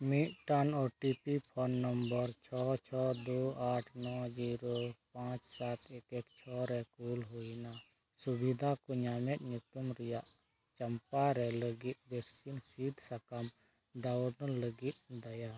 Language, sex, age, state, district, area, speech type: Santali, male, 30-45, Jharkhand, Pakur, rural, read